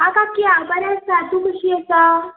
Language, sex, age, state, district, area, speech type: Goan Konkani, female, 18-30, Goa, Tiswadi, rural, conversation